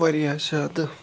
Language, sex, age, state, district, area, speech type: Kashmiri, male, 30-45, Jammu and Kashmir, Bandipora, rural, spontaneous